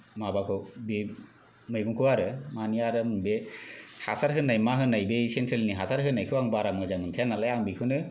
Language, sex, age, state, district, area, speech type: Bodo, male, 30-45, Assam, Kokrajhar, rural, spontaneous